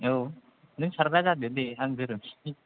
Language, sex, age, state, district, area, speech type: Bodo, male, 18-30, Assam, Kokrajhar, rural, conversation